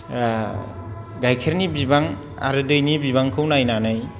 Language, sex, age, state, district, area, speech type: Bodo, male, 30-45, Assam, Kokrajhar, rural, spontaneous